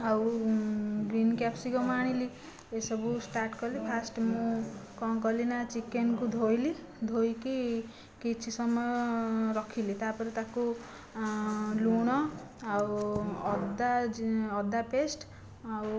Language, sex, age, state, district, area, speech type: Odia, female, 18-30, Odisha, Jajpur, rural, spontaneous